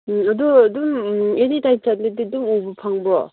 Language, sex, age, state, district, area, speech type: Manipuri, female, 18-30, Manipur, Kangpokpi, rural, conversation